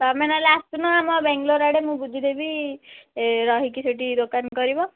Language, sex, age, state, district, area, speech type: Odia, female, 45-60, Odisha, Sundergarh, rural, conversation